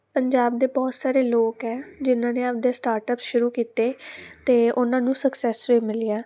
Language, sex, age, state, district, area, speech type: Punjabi, female, 18-30, Punjab, Muktsar, urban, spontaneous